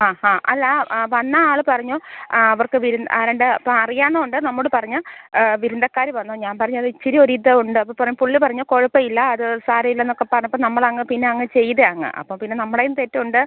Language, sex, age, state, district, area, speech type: Malayalam, female, 30-45, Kerala, Alappuzha, rural, conversation